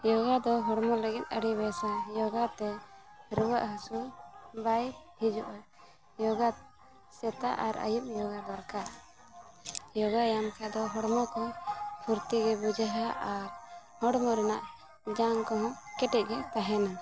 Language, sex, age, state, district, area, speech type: Santali, female, 18-30, Jharkhand, Bokaro, rural, spontaneous